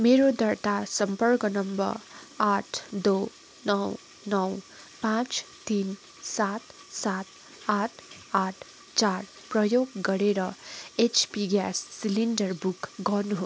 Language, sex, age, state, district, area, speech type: Nepali, female, 45-60, West Bengal, Darjeeling, rural, read